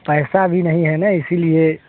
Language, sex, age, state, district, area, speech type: Hindi, male, 18-30, Uttar Pradesh, Jaunpur, rural, conversation